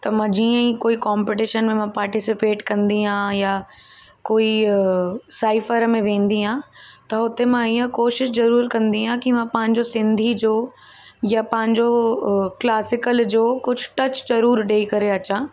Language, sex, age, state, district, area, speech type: Sindhi, female, 18-30, Uttar Pradesh, Lucknow, urban, spontaneous